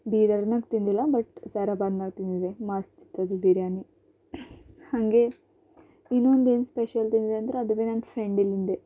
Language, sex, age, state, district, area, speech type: Kannada, female, 18-30, Karnataka, Bidar, urban, spontaneous